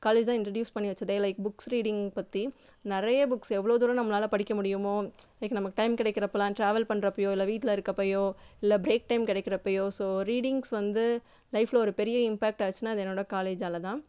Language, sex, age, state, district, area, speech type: Tamil, female, 18-30, Tamil Nadu, Madurai, urban, spontaneous